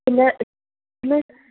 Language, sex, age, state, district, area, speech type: Malayalam, female, 18-30, Kerala, Thrissur, urban, conversation